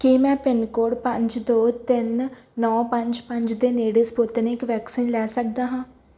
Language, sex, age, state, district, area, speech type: Punjabi, female, 18-30, Punjab, Mansa, rural, read